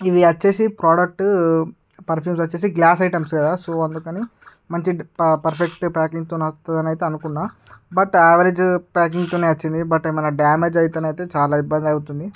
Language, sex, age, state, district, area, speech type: Telugu, male, 18-30, Andhra Pradesh, Srikakulam, urban, spontaneous